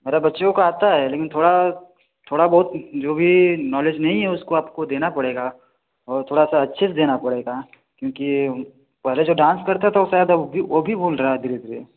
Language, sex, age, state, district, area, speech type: Hindi, male, 18-30, Uttar Pradesh, Varanasi, rural, conversation